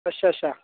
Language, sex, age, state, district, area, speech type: Dogri, male, 18-30, Jammu and Kashmir, Reasi, rural, conversation